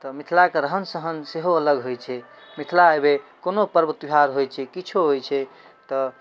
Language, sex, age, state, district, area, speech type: Maithili, male, 18-30, Bihar, Darbhanga, urban, spontaneous